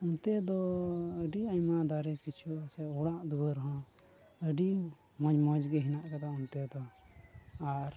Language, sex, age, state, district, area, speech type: Santali, male, 18-30, Jharkhand, Pakur, rural, spontaneous